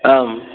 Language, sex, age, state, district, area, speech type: Tamil, male, 18-30, Tamil Nadu, Nagapattinam, rural, conversation